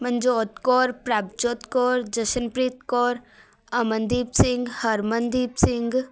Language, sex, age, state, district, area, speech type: Punjabi, female, 18-30, Punjab, Patiala, urban, spontaneous